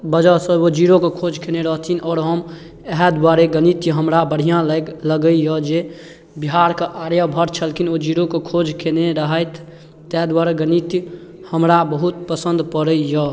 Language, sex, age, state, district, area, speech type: Maithili, male, 18-30, Bihar, Darbhanga, rural, spontaneous